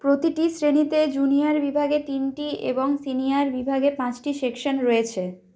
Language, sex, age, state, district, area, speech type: Bengali, female, 30-45, West Bengal, Bankura, urban, read